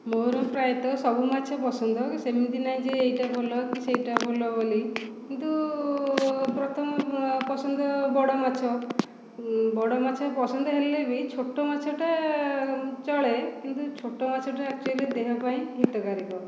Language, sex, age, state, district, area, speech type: Odia, female, 45-60, Odisha, Khordha, rural, spontaneous